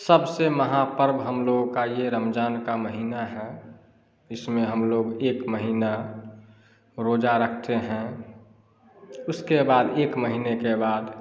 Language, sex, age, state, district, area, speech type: Hindi, male, 30-45, Bihar, Samastipur, rural, spontaneous